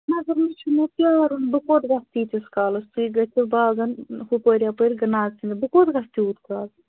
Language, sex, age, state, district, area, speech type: Kashmiri, female, 45-60, Jammu and Kashmir, Srinagar, urban, conversation